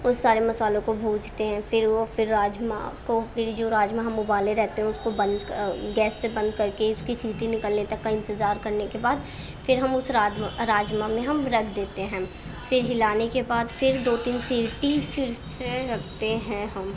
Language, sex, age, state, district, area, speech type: Urdu, female, 18-30, Uttar Pradesh, Gautam Buddha Nagar, urban, spontaneous